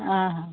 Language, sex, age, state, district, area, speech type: Kannada, female, 60+, Karnataka, Bidar, urban, conversation